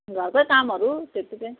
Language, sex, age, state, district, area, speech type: Nepali, female, 30-45, West Bengal, Kalimpong, rural, conversation